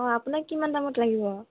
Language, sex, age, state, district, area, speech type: Assamese, female, 18-30, Assam, Kamrup Metropolitan, urban, conversation